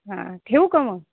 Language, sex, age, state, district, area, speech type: Marathi, female, 30-45, Maharashtra, Ratnagiri, rural, conversation